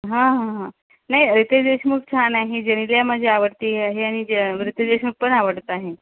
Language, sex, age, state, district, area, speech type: Marathi, female, 30-45, Maharashtra, Buldhana, urban, conversation